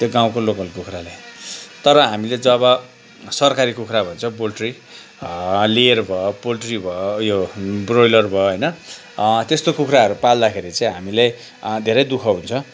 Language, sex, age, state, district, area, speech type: Nepali, male, 45-60, West Bengal, Kalimpong, rural, spontaneous